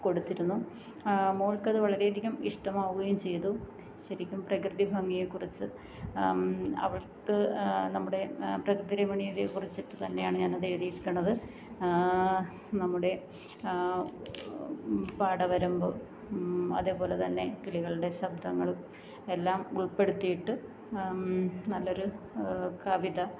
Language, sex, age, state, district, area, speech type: Malayalam, female, 30-45, Kerala, Alappuzha, rural, spontaneous